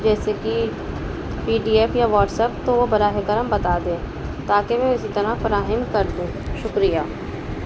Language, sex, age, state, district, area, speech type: Urdu, female, 30-45, Uttar Pradesh, Balrampur, urban, spontaneous